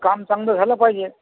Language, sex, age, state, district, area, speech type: Marathi, male, 60+, Maharashtra, Akola, urban, conversation